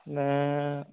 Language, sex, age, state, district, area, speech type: Punjabi, male, 18-30, Punjab, Ludhiana, urban, conversation